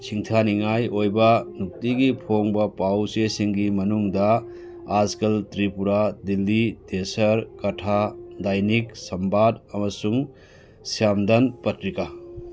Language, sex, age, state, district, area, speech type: Manipuri, male, 60+, Manipur, Churachandpur, urban, read